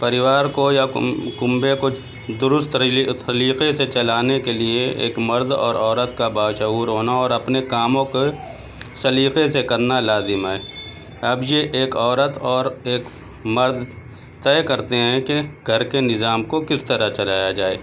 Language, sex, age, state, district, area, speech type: Urdu, male, 60+, Uttar Pradesh, Shahjahanpur, rural, spontaneous